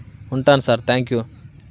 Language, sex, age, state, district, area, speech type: Telugu, male, 30-45, Andhra Pradesh, Bapatla, urban, spontaneous